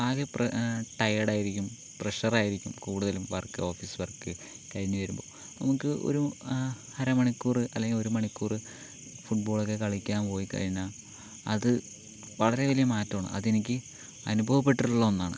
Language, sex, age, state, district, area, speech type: Malayalam, male, 18-30, Kerala, Palakkad, urban, spontaneous